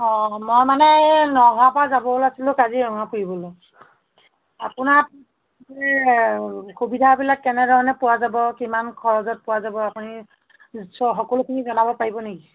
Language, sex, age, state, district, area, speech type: Assamese, female, 30-45, Assam, Nagaon, rural, conversation